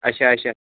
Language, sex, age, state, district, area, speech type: Kashmiri, male, 18-30, Jammu and Kashmir, Baramulla, rural, conversation